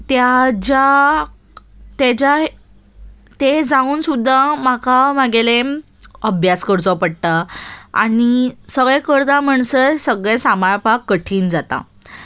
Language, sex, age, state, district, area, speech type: Goan Konkani, female, 18-30, Goa, Salcete, urban, spontaneous